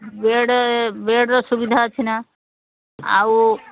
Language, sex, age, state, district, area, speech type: Odia, female, 60+, Odisha, Sambalpur, rural, conversation